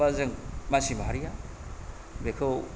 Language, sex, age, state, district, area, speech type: Bodo, male, 45-60, Assam, Kokrajhar, rural, spontaneous